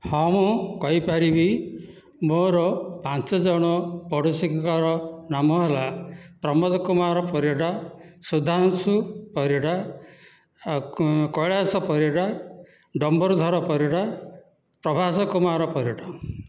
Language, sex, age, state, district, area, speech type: Odia, male, 60+, Odisha, Dhenkanal, rural, spontaneous